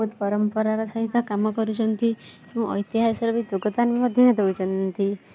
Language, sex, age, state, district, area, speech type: Odia, female, 30-45, Odisha, Kendujhar, urban, spontaneous